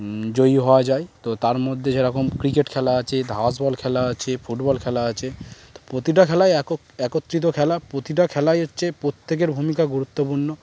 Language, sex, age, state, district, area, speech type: Bengali, male, 18-30, West Bengal, Darjeeling, urban, spontaneous